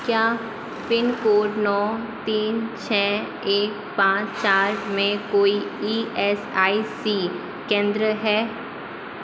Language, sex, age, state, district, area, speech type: Hindi, female, 18-30, Rajasthan, Jodhpur, urban, read